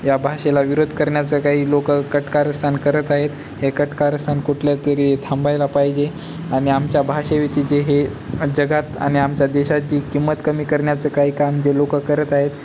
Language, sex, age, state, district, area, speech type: Marathi, male, 18-30, Maharashtra, Nanded, urban, spontaneous